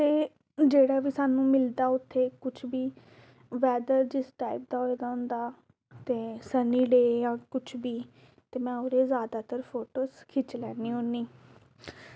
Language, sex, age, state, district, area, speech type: Dogri, female, 18-30, Jammu and Kashmir, Samba, urban, spontaneous